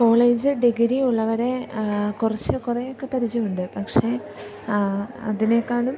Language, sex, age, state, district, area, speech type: Malayalam, female, 18-30, Kerala, Idukki, rural, spontaneous